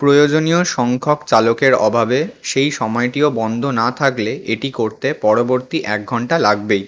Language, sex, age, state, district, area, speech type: Bengali, male, 18-30, West Bengal, Kolkata, urban, read